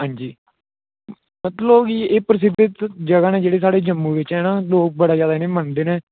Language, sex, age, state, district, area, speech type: Dogri, male, 18-30, Jammu and Kashmir, Jammu, rural, conversation